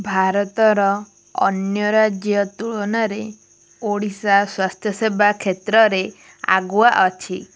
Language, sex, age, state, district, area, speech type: Odia, female, 18-30, Odisha, Ganjam, urban, spontaneous